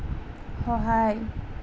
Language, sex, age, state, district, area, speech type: Assamese, female, 18-30, Assam, Nalbari, rural, read